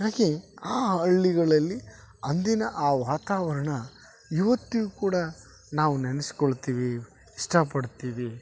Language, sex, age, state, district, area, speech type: Kannada, male, 30-45, Karnataka, Koppal, rural, spontaneous